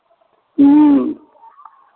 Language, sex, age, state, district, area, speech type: Maithili, male, 60+, Bihar, Madhepura, rural, conversation